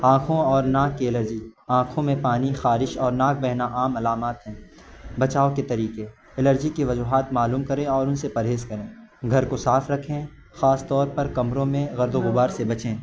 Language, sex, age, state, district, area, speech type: Urdu, male, 18-30, Uttar Pradesh, Azamgarh, rural, spontaneous